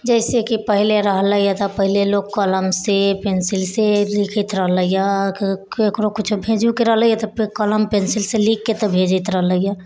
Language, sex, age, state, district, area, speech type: Maithili, female, 30-45, Bihar, Sitamarhi, rural, spontaneous